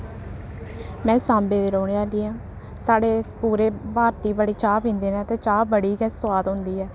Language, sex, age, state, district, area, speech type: Dogri, female, 18-30, Jammu and Kashmir, Samba, rural, spontaneous